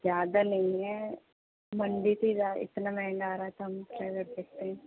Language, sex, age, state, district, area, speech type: Urdu, female, 18-30, Uttar Pradesh, Gautam Buddha Nagar, rural, conversation